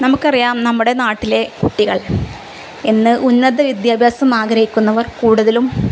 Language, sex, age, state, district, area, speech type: Malayalam, female, 30-45, Kerala, Kozhikode, rural, spontaneous